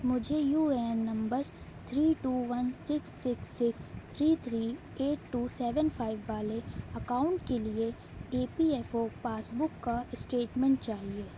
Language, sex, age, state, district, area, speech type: Urdu, female, 18-30, Uttar Pradesh, Shahjahanpur, urban, read